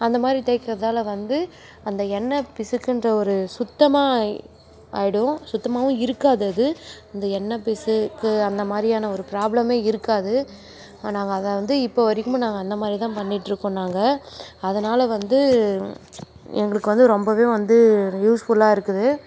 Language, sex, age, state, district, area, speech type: Tamil, female, 30-45, Tamil Nadu, Nagapattinam, rural, spontaneous